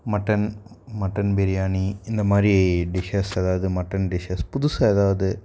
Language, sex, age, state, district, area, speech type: Tamil, male, 18-30, Tamil Nadu, Coimbatore, rural, spontaneous